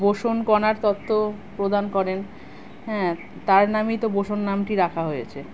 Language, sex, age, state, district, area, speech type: Bengali, female, 30-45, West Bengal, Kolkata, urban, spontaneous